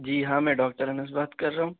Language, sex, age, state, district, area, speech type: Urdu, male, 18-30, Uttar Pradesh, Shahjahanpur, rural, conversation